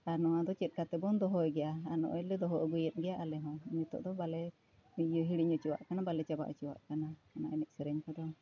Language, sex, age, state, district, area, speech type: Santali, female, 45-60, Jharkhand, Bokaro, rural, spontaneous